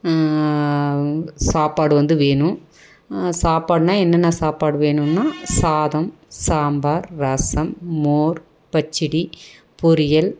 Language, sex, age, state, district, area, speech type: Tamil, female, 45-60, Tamil Nadu, Dharmapuri, rural, spontaneous